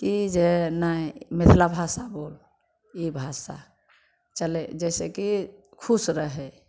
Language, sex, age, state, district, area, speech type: Maithili, female, 60+, Bihar, Samastipur, urban, spontaneous